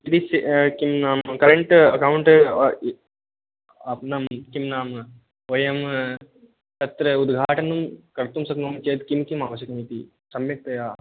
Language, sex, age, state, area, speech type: Sanskrit, male, 18-30, Rajasthan, rural, conversation